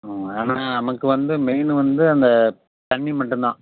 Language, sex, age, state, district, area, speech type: Tamil, male, 60+, Tamil Nadu, Nagapattinam, rural, conversation